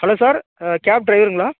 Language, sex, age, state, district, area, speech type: Tamil, male, 30-45, Tamil Nadu, Tiruvarur, rural, conversation